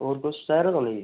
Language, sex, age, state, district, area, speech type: Dogri, male, 18-30, Jammu and Kashmir, Samba, urban, conversation